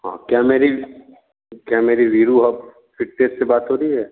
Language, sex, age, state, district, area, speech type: Hindi, male, 18-30, Uttar Pradesh, Sonbhadra, rural, conversation